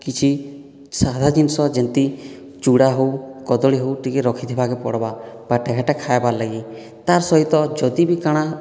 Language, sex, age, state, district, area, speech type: Odia, male, 45-60, Odisha, Boudh, rural, spontaneous